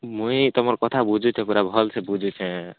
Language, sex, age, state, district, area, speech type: Odia, male, 18-30, Odisha, Kalahandi, rural, conversation